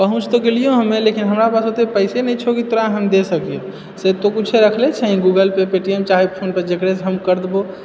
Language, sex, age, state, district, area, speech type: Maithili, male, 30-45, Bihar, Purnia, urban, spontaneous